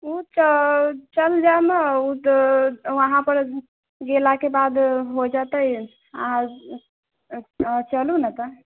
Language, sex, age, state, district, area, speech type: Maithili, female, 30-45, Bihar, Sitamarhi, rural, conversation